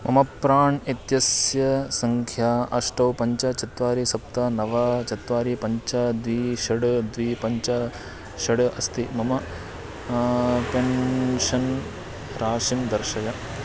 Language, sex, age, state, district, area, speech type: Sanskrit, male, 18-30, Karnataka, Uttara Kannada, rural, read